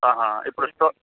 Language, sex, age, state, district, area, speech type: Telugu, male, 30-45, Telangana, Khammam, urban, conversation